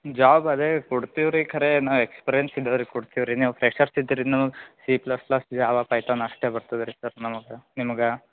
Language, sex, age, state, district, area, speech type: Kannada, male, 18-30, Karnataka, Gulbarga, urban, conversation